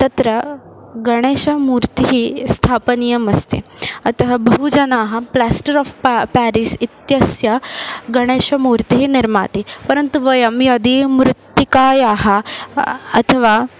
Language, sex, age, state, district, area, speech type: Sanskrit, female, 18-30, Maharashtra, Ahmednagar, urban, spontaneous